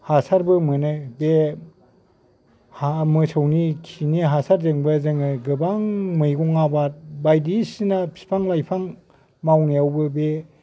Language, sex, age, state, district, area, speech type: Bodo, male, 60+, Assam, Kokrajhar, urban, spontaneous